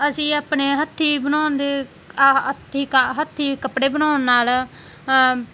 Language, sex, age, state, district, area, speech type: Punjabi, female, 18-30, Punjab, Mansa, rural, spontaneous